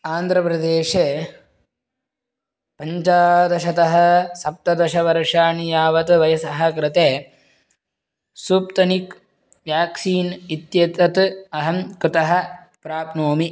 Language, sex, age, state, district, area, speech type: Sanskrit, male, 18-30, Karnataka, Haveri, urban, read